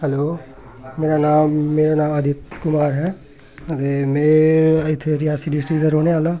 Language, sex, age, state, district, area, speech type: Dogri, male, 30-45, Jammu and Kashmir, Reasi, rural, spontaneous